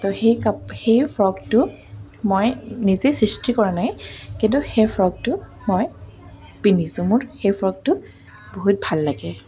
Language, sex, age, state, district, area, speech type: Assamese, female, 30-45, Assam, Dibrugarh, rural, spontaneous